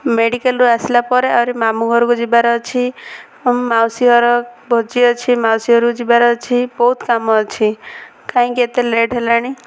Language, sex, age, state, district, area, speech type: Odia, female, 18-30, Odisha, Ganjam, urban, spontaneous